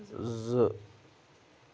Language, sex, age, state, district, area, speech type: Kashmiri, male, 30-45, Jammu and Kashmir, Anantnag, rural, read